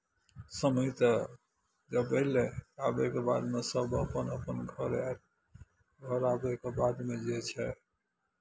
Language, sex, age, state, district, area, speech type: Maithili, male, 60+, Bihar, Madhepura, rural, spontaneous